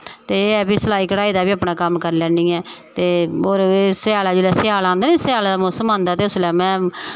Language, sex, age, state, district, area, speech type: Dogri, female, 45-60, Jammu and Kashmir, Samba, rural, spontaneous